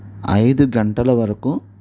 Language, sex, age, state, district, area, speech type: Telugu, male, 45-60, Andhra Pradesh, N T Rama Rao, urban, spontaneous